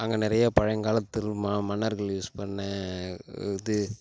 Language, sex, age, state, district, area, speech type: Tamil, male, 30-45, Tamil Nadu, Tiruchirappalli, rural, spontaneous